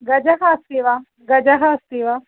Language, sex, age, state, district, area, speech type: Sanskrit, female, 30-45, Kerala, Thiruvananthapuram, urban, conversation